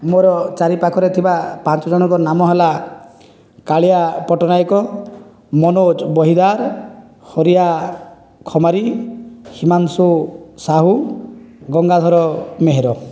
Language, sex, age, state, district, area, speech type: Odia, male, 30-45, Odisha, Boudh, rural, spontaneous